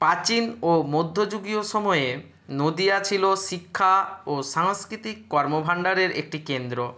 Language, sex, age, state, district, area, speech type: Bengali, male, 45-60, West Bengal, Nadia, rural, spontaneous